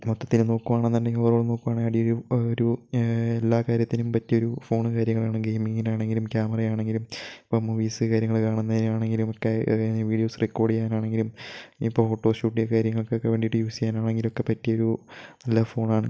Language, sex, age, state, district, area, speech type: Malayalam, male, 18-30, Kerala, Kozhikode, rural, spontaneous